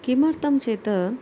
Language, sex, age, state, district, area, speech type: Sanskrit, female, 30-45, Tamil Nadu, Chennai, urban, spontaneous